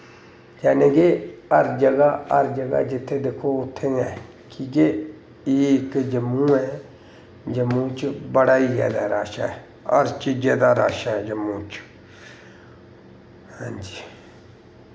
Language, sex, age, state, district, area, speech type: Dogri, male, 30-45, Jammu and Kashmir, Reasi, rural, spontaneous